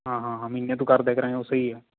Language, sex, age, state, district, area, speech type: Punjabi, male, 30-45, Punjab, Fazilka, rural, conversation